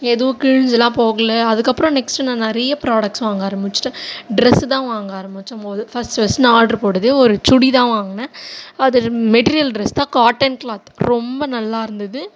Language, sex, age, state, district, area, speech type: Tamil, female, 18-30, Tamil Nadu, Ranipet, urban, spontaneous